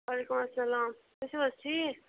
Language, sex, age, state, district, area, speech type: Kashmiri, female, 18-30, Jammu and Kashmir, Bandipora, rural, conversation